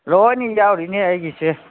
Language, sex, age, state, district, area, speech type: Manipuri, male, 45-60, Manipur, Kangpokpi, urban, conversation